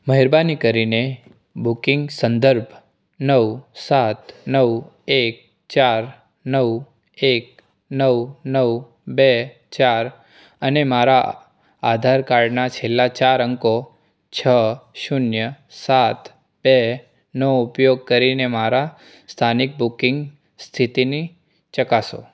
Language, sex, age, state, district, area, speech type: Gujarati, male, 18-30, Gujarat, Surat, rural, read